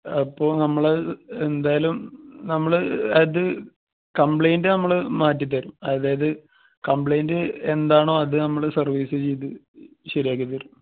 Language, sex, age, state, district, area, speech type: Malayalam, male, 30-45, Kerala, Malappuram, rural, conversation